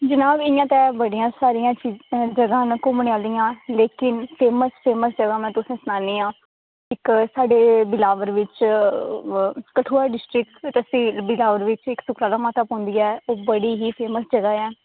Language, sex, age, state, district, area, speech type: Dogri, female, 18-30, Jammu and Kashmir, Kathua, rural, conversation